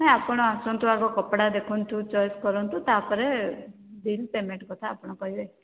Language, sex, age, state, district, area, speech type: Odia, female, 45-60, Odisha, Sambalpur, rural, conversation